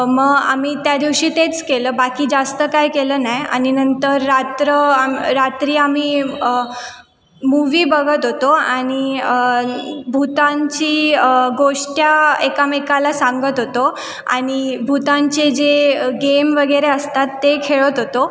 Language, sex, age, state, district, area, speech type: Marathi, female, 18-30, Maharashtra, Sindhudurg, rural, spontaneous